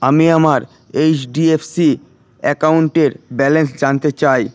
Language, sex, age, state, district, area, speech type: Bengali, male, 18-30, West Bengal, Paschim Medinipur, rural, read